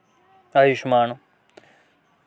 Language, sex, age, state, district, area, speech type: Dogri, male, 18-30, Jammu and Kashmir, Samba, rural, spontaneous